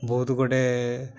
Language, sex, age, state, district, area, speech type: Odia, male, 18-30, Odisha, Mayurbhanj, rural, spontaneous